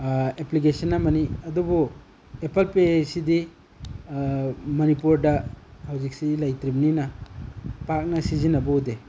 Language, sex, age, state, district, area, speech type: Manipuri, male, 30-45, Manipur, Imphal East, rural, spontaneous